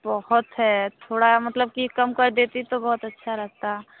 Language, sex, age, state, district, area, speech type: Hindi, female, 30-45, Uttar Pradesh, Sonbhadra, rural, conversation